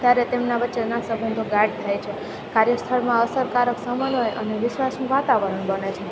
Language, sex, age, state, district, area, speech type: Gujarati, female, 18-30, Gujarat, Junagadh, rural, spontaneous